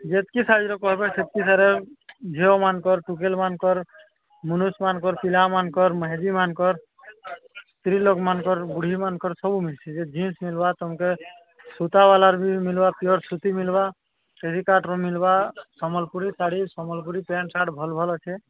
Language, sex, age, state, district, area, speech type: Odia, male, 45-60, Odisha, Nuapada, urban, conversation